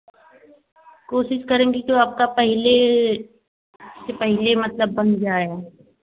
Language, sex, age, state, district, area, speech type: Hindi, female, 30-45, Uttar Pradesh, Varanasi, rural, conversation